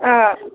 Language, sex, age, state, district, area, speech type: Nepali, female, 18-30, West Bengal, Jalpaiguri, rural, conversation